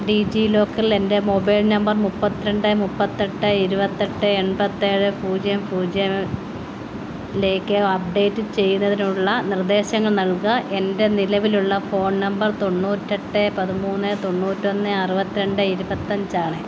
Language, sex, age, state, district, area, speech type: Malayalam, female, 45-60, Kerala, Kottayam, rural, read